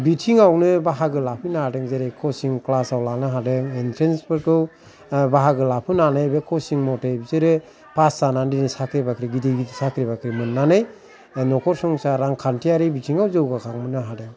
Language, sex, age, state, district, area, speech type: Bodo, male, 45-60, Assam, Kokrajhar, rural, spontaneous